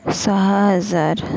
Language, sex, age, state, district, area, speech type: Marathi, female, 45-60, Maharashtra, Nagpur, rural, spontaneous